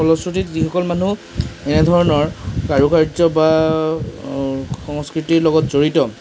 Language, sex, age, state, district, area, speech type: Assamese, male, 60+, Assam, Darrang, rural, spontaneous